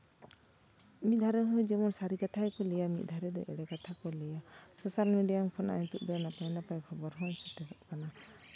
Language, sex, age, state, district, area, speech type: Santali, female, 30-45, West Bengal, Jhargram, rural, spontaneous